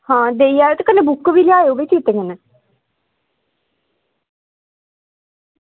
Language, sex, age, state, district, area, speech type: Dogri, female, 18-30, Jammu and Kashmir, Samba, rural, conversation